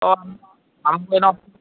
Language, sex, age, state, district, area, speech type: Odia, male, 45-60, Odisha, Sambalpur, rural, conversation